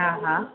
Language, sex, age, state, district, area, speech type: Sindhi, female, 30-45, Gujarat, Junagadh, urban, conversation